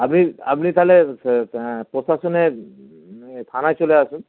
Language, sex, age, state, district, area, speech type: Bengali, male, 45-60, West Bengal, Dakshin Dinajpur, rural, conversation